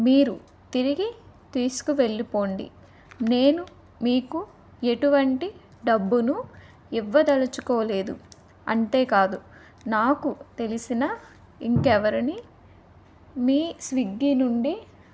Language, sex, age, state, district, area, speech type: Telugu, female, 18-30, Andhra Pradesh, Vizianagaram, rural, spontaneous